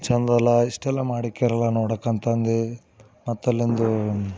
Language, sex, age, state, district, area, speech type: Kannada, male, 30-45, Karnataka, Bidar, urban, spontaneous